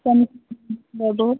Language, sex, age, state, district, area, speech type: Hindi, female, 18-30, Bihar, Muzaffarpur, rural, conversation